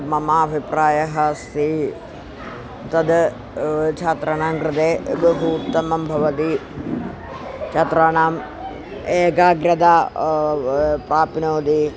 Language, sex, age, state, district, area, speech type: Sanskrit, female, 45-60, Kerala, Thiruvananthapuram, urban, spontaneous